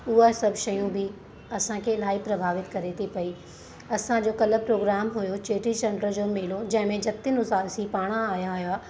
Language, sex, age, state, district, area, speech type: Sindhi, female, 30-45, Uttar Pradesh, Lucknow, urban, spontaneous